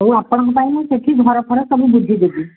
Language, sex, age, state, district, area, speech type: Odia, female, 60+, Odisha, Gajapati, rural, conversation